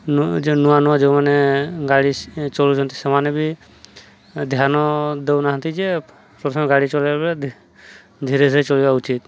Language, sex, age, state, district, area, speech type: Odia, male, 30-45, Odisha, Subarnapur, urban, spontaneous